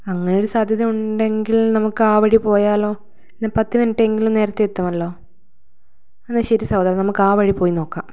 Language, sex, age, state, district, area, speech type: Malayalam, female, 30-45, Kerala, Kannur, rural, spontaneous